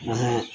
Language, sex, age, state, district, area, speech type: Dogri, male, 30-45, Jammu and Kashmir, Samba, rural, spontaneous